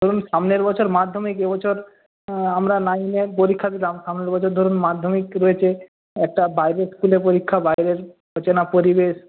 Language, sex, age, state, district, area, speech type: Bengali, male, 45-60, West Bengal, Jhargram, rural, conversation